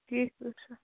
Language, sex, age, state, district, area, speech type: Kashmiri, female, 30-45, Jammu and Kashmir, Kupwara, rural, conversation